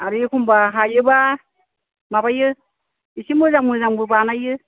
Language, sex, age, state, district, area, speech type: Bodo, female, 60+, Assam, Kokrajhar, rural, conversation